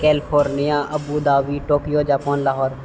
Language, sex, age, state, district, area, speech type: Maithili, male, 30-45, Bihar, Purnia, urban, spontaneous